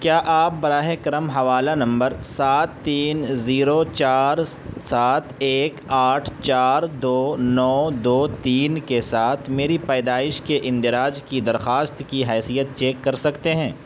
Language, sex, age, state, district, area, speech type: Urdu, male, 18-30, Uttar Pradesh, Saharanpur, urban, read